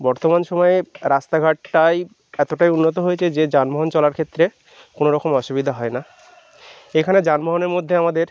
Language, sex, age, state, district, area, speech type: Bengali, male, 30-45, West Bengal, Birbhum, urban, spontaneous